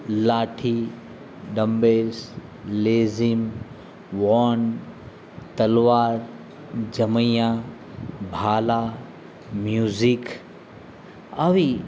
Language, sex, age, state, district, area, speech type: Gujarati, male, 30-45, Gujarat, Narmada, urban, spontaneous